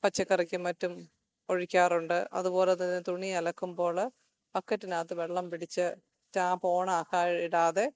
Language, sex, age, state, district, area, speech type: Malayalam, female, 45-60, Kerala, Kottayam, urban, spontaneous